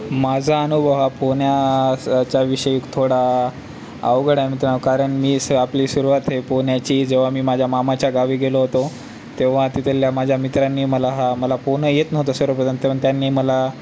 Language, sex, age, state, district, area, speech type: Marathi, male, 18-30, Maharashtra, Nanded, urban, spontaneous